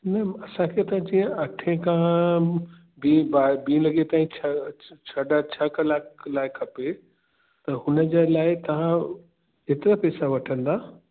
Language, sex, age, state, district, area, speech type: Sindhi, male, 30-45, Uttar Pradesh, Lucknow, urban, conversation